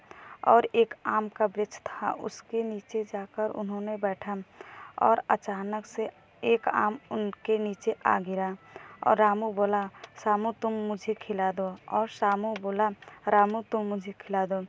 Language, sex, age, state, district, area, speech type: Hindi, female, 18-30, Uttar Pradesh, Varanasi, rural, spontaneous